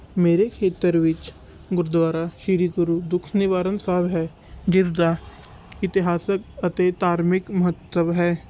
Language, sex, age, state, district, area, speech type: Punjabi, male, 18-30, Punjab, Patiala, urban, spontaneous